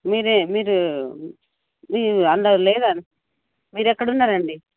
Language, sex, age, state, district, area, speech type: Telugu, female, 45-60, Telangana, Karimnagar, urban, conversation